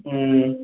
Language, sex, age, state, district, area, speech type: Tamil, male, 18-30, Tamil Nadu, Namakkal, rural, conversation